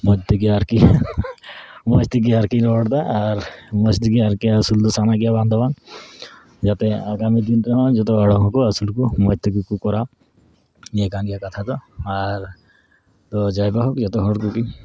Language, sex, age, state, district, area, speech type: Santali, male, 30-45, West Bengal, Dakshin Dinajpur, rural, spontaneous